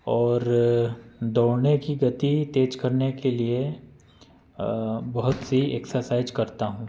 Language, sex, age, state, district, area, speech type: Hindi, male, 30-45, Madhya Pradesh, Betul, urban, spontaneous